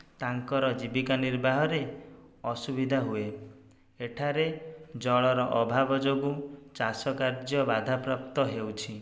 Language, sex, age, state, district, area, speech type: Odia, male, 18-30, Odisha, Dhenkanal, rural, spontaneous